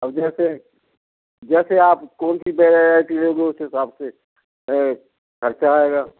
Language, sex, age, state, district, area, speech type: Hindi, male, 60+, Madhya Pradesh, Gwalior, rural, conversation